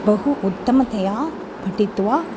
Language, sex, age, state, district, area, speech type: Sanskrit, female, 45-60, Tamil Nadu, Chennai, urban, spontaneous